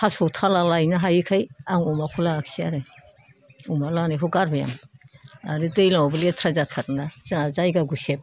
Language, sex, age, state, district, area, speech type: Bodo, female, 60+, Assam, Udalguri, rural, spontaneous